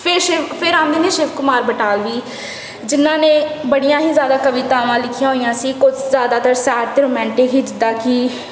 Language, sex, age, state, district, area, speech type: Punjabi, female, 18-30, Punjab, Tarn Taran, urban, spontaneous